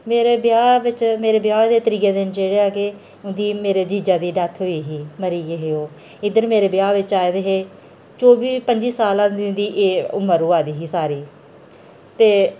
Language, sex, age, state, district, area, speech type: Dogri, female, 30-45, Jammu and Kashmir, Jammu, rural, spontaneous